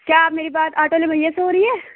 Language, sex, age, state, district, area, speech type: Urdu, female, 18-30, Uttar Pradesh, Balrampur, rural, conversation